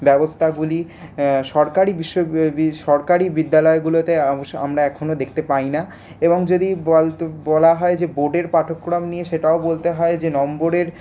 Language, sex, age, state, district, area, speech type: Bengali, male, 18-30, West Bengal, Paschim Bardhaman, urban, spontaneous